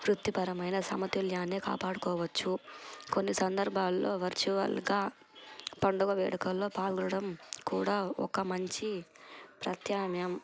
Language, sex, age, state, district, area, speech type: Telugu, female, 18-30, Andhra Pradesh, Annamaya, rural, spontaneous